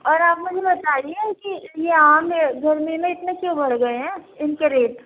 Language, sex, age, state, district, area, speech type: Urdu, female, 18-30, Uttar Pradesh, Gautam Buddha Nagar, urban, conversation